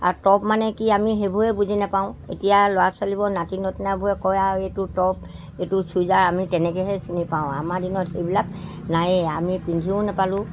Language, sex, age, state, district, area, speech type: Assamese, male, 60+, Assam, Dibrugarh, rural, spontaneous